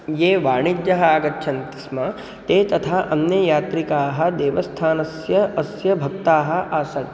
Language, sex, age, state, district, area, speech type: Sanskrit, male, 18-30, Maharashtra, Nagpur, urban, spontaneous